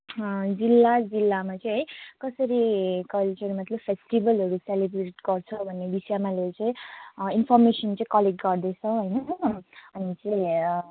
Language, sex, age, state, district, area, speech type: Nepali, female, 18-30, West Bengal, Jalpaiguri, rural, conversation